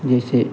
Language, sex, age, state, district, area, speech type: Hindi, male, 60+, Bihar, Madhepura, rural, spontaneous